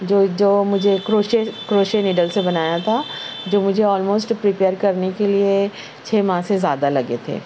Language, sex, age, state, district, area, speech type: Urdu, female, 60+, Maharashtra, Nashik, urban, spontaneous